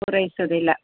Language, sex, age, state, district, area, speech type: Kannada, female, 45-60, Karnataka, Uttara Kannada, rural, conversation